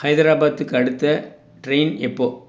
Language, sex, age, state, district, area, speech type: Tamil, male, 60+, Tamil Nadu, Tiruppur, rural, read